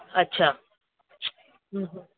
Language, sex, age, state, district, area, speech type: Sindhi, female, 60+, Gujarat, Surat, urban, conversation